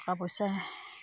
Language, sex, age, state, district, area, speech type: Assamese, female, 30-45, Assam, Dibrugarh, rural, spontaneous